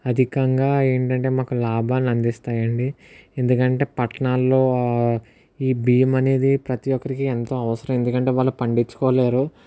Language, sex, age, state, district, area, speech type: Telugu, male, 60+, Andhra Pradesh, Kakinada, urban, spontaneous